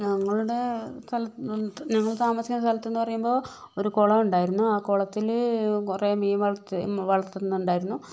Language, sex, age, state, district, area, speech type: Malayalam, female, 60+, Kerala, Kozhikode, urban, spontaneous